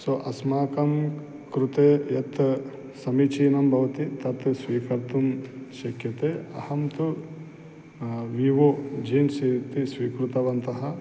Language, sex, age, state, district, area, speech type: Sanskrit, male, 45-60, Telangana, Karimnagar, urban, spontaneous